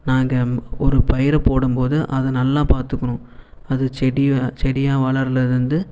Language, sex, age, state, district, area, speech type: Tamil, male, 18-30, Tamil Nadu, Erode, urban, spontaneous